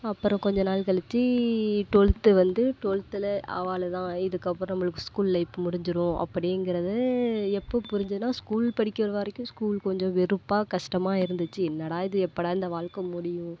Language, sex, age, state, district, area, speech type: Tamil, female, 18-30, Tamil Nadu, Nagapattinam, rural, spontaneous